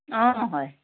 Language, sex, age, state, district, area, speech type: Assamese, female, 60+, Assam, Tinsukia, rural, conversation